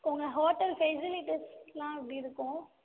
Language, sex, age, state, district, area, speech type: Tamil, female, 18-30, Tamil Nadu, Cuddalore, rural, conversation